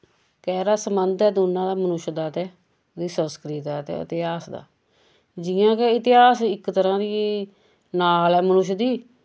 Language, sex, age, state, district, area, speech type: Dogri, female, 45-60, Jammu and Kashmir, Samba, rural, spontaneous